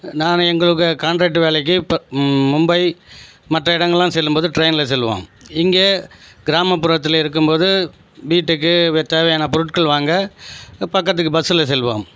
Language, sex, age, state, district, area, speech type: Tamil, male, 45-60, Tamil Nadu, Viluppuram, rural, spontaneous